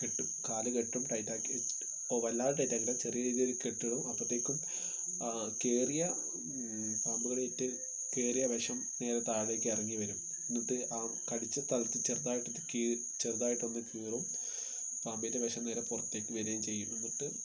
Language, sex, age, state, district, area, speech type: Malayalam, male, 18-30, Kerala, Wayanad, rural, spontaneous